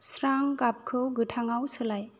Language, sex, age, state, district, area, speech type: Bodo, female, 30-45, Assam, Kokrajhar, rural, read